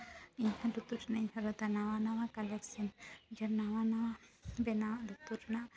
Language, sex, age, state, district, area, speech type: Santali, female, 18-30, West Bengal, Jhargram, rural, spontaneous